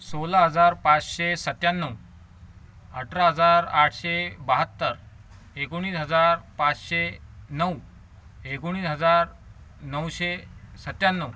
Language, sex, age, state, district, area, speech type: Marathi, male, 18-30, Maharashtra, Washim, rural, spontaneous